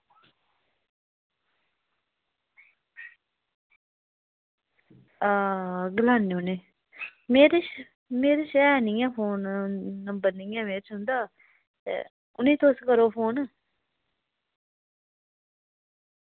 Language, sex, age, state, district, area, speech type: Dogri, female, 18-30, Jammu and Kashmir, Udhampur, rural, conversation